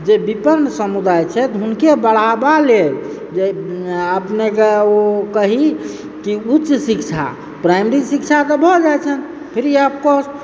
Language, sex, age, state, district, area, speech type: Maithili, male, 30-45, Bihar, Supaul, urban, spontaneous